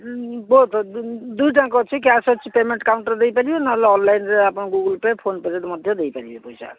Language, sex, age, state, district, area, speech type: Odia, male, 30-45, Odisha, Bhadrak, rural, conversation